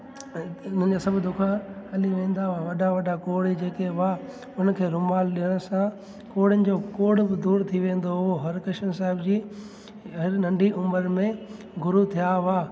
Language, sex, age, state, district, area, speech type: Sindhi, male, 30-45, Gujarat, Junagadh, urban, spontaneous